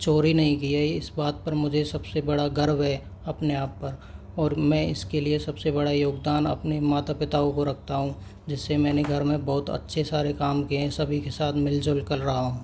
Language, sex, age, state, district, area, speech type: Hindi, male, 30-45, Rajasthan, Karauli, rural, spontaneous